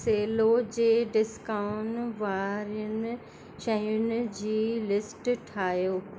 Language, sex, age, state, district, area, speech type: Sindhi, female, 45-60, Madhya Pradesh, Katni, urban, read